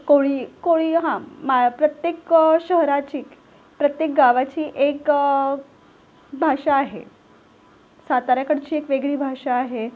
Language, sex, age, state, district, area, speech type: Marathi, female, 18-30, Maharashtra, Solapur, urban, spontaneous